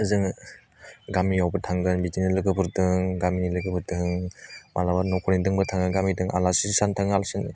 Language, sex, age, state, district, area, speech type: Bodo, male, 18-30, Assam, Udalguri, urban, spontaneous